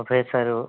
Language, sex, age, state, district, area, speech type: Hindi, male, 18-30, Rajasthan, Nagaur, rural, conversation